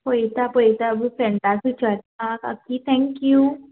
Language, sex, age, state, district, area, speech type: Goan Konkani, female, 18-30, Goa, Tiswadi, rural, conversation